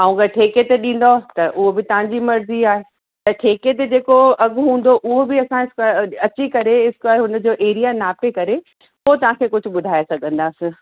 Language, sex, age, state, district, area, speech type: Sindhi, female, 18-30, Uttar Pradesh, Lucknow, urban, conversation